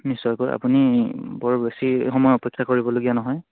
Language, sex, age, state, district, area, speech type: Assamese, male, 18-30, Assam, Charaideo, rural, conversation